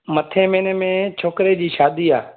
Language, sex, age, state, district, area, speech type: Sindhi, male, 45-60, Gujarat, Junagadh, rural, conversation